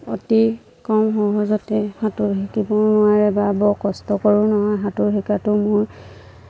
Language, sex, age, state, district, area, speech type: Assamese, female, 30-45, Assam, Lakhimpur, rural, spontaneous